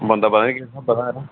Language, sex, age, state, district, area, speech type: Dogri, male, 18-30, Jammu and Kashmir, Reasi, rural, conversation